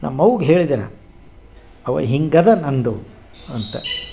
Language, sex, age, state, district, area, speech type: Kannada, male, 60+, Karnataka, Dharwad, rural, spontaneous